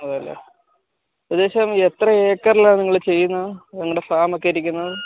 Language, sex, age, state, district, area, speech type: Malayalam, male, 30-45, Kerala, Alappuzha, rural, conversation